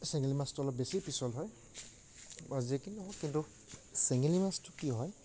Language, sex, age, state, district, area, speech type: Assamese, male, 45-60, Assam, Morigaon, rural, spontaneous